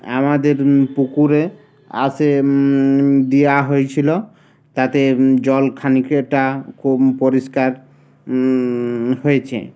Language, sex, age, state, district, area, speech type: Bengali, male, 30-45, West Bengal, Uttar Dinajpur, urban, spontaneous